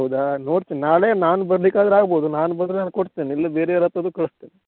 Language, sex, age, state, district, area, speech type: Kannada, male, 18-30, Karnataka, Uttara Kannada, rural, conversation